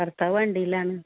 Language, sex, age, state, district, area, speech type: Malayalam, female, 45-60, Kerala, Malappuram, rural, conversation